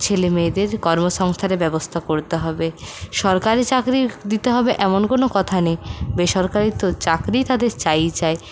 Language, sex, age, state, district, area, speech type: Bengali, female, 60+, West Bengal, Purulia, rural, spontaneous